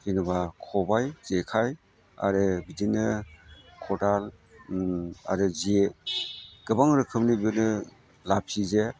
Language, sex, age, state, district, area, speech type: Bodo, male, 45-60, Assam, Chirang, rural, spontaneous